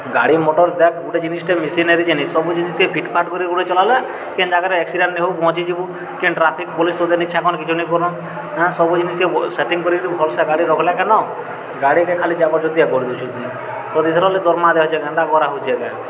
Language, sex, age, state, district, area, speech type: Odia, male, 18-30, Odisha, Balangir, urban, spontaneous